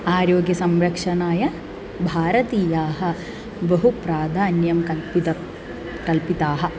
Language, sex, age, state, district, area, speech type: Sanskrit, female, 18-30, Kerala, Thrissur, urban, spontaneous